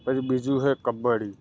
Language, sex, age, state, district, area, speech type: Gujarati, male, 18-30, Gujarat, Narmada, rural, spontaneous